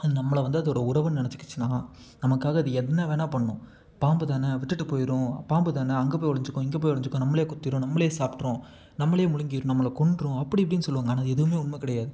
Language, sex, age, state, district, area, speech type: Tamil, male, 18-30, Tamil Nadu, Salem, rural, spontaneous